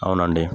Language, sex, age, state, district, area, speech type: Telugu, male, 18-30, Andhra Pradesh, Bapatla, urban, spontaneous